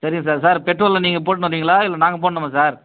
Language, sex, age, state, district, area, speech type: Tamil, male, 30-45, Tamil Nadu, Chengalpattu, rural, conversation